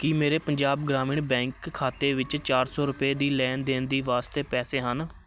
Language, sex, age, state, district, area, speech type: Punjabi, male, 18-30, Punjab, Shaheed Bhagat Singh Nagar, urban, read